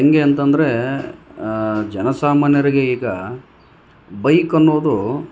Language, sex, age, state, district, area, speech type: Kannada, male, 30-45, Karnataka, Vijayanagara, rural, spontaneous